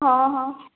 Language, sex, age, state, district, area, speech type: Odia, female, 18-30, Odisha, Nabarangpur, urban, conversation